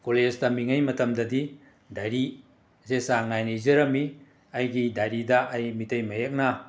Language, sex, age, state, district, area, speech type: Manipuri, male, 60+, Manipur, Imphal West, urban, spontaneous